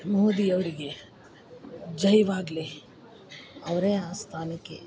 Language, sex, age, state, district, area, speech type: Kannada, female, 45-60, Karnataka, Chikkamagaluru, rural, spontaneous